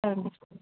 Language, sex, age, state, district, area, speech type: Telugu, female, 18-30, Telangana, Hyderabad, urban, conversation